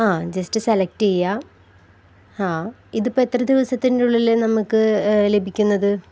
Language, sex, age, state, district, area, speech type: Malayalam, female, 18-30, Kerala, Palakkad, rural, spontaneous